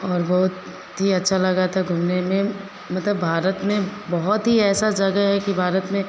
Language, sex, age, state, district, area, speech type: Hindi, female, 30-45, Bihar, Vaishali, urban, spontaneous